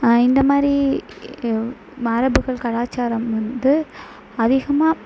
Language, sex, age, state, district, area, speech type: Tamil, female, 18-30, Tamil Nadu, Sivaganga, rural, spontaneous